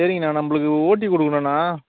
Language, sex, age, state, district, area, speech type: Tamil, male, 30-45, Tamil Nadu, Chengalpattu, rural, conversation